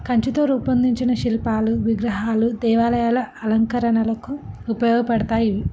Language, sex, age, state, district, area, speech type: Telugu, female, 18-30, Telangana, Ranga Reddy, urban, spontaneous